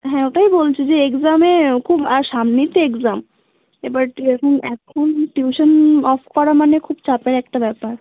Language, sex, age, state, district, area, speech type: Bengali, female, 18-30, West Bengal, Cooch Behar, urban, conversation